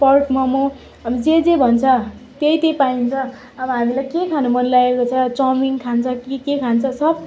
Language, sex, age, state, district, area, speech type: Nepali, female, 18-30, West Bengal, Darjeeling, rural, spontaneous